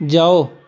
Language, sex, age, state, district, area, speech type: Punjabi, male, 18-30, Punjab, Pathankot, rural, read